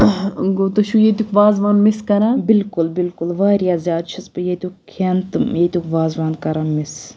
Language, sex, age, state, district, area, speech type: Kashmiri, female, 18-30, Jammu and Kashmir, Budgam, rural, spontaneous